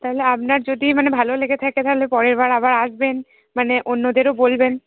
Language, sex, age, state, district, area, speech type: Bengali, female, 18-30, West Bengal, Cooch Behar, urban, conversation